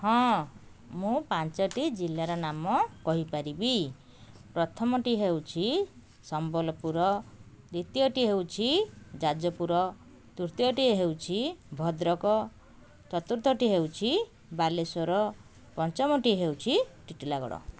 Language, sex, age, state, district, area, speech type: Odia, female, 45-60, Odisha, Puri, urban, spontaneous